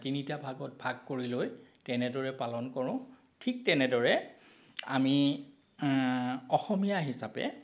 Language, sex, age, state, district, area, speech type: Assamese, male, 45-60, Assam, Biswanath, rural, spontaneous